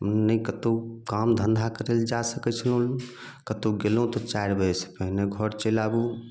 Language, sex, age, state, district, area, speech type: Maithili, male, 30-45, Bihar, Samastipur, rural, spontaneous